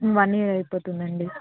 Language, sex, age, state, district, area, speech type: Telugu, female, 18-30, Andhra Pradesh, N T Rama Rao, urban, conversation